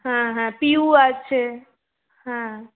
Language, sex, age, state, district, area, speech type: Bengali, female, 18-30, West Bengal, Purulia, urban, conversation